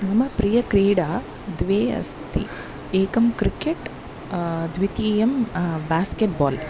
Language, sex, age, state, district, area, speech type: Sanskrit, female, 30-45, Tamil Nadu, Tiruchirappalli, urban, spontaneous